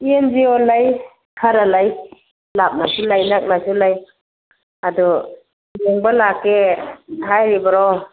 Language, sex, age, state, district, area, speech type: Manipuri, female, 45-60, Manipur, Churachandpur, urban, conversation